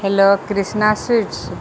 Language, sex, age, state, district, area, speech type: Maithili, female, 60+, Bihar, Sitamarhi, rural, spontaneous